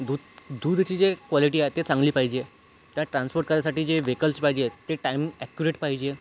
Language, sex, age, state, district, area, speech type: Marathi, male, 18-30, Maharashtra, Nagpur, rural, spontaneous